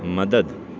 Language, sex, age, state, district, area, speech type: Urdu, male, 18-30, Delhi, North West Delhi, urban, read